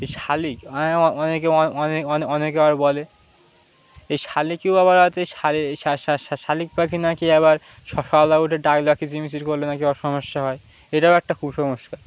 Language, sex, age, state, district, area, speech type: Bengali, male, 18-30, West Bengal, Birbhum, urban, spontaneous